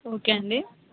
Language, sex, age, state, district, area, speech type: Telugu, female, 18-30, Andhra Pradesh, Srikakulam, rural, conversation